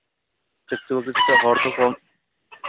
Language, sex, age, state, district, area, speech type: Santali, male, 18-30, West Bengal, Malda, rural, conversation